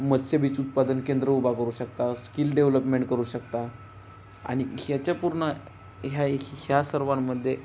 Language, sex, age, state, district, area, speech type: Marathi, male, 18-30, Maharashtra, Ratnagiri, rural, spontaneous